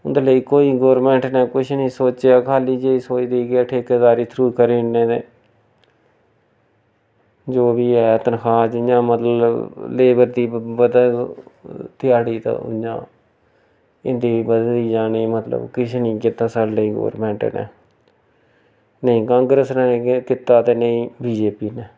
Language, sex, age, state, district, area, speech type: Dogri, male, 30-45, Jammu and Kashmir, Reasi, rural, spontaneous